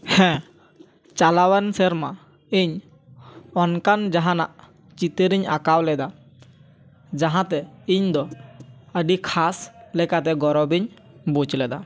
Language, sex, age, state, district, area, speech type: Santali, male, 18-30, West Bengal, Purba Bardhaman, rural, spontaneous